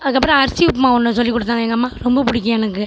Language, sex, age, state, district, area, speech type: Tamil, female, 45-60, Tamil Nadu, Tiruchirappalli, rural, spontaneous